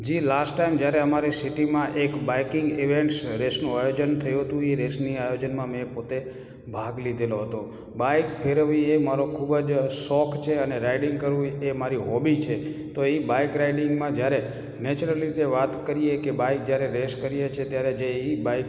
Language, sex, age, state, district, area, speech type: Gujarati, male, 30-45, Gujarat, Morbi, rural, spontaneous